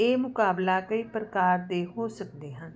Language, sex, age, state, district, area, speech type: Punjabi, female, 45-60, Punjab, Jalandhar, urban, spontaneous